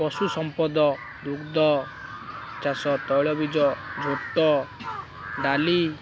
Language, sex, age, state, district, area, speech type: Odia, male, 18-30, Odisha, Kendrapara, urban, spontaneous